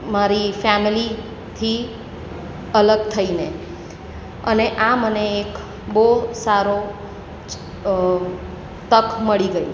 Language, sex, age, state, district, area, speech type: Gujarati, female, 45-60, Gujarat, Surat, urban, spontaneous